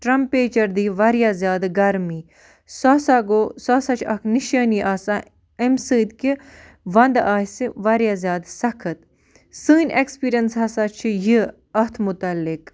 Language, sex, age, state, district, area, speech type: Kashmiri, other, 18-30, Jammu and Kashmir, Baramulla, rural, spontaneous